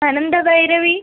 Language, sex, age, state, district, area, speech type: Malayalam, female, 18-30, Kerala, Kollam, rural, conversation